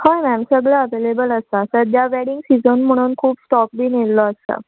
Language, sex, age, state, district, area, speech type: Goan Konkani, female, 18-30, Goa, Murmgao, rural, conversation